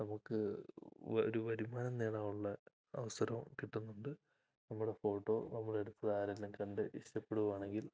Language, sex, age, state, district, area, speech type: Malayalam, male, 18-30, Kerala, Idukki, rural, spontaneous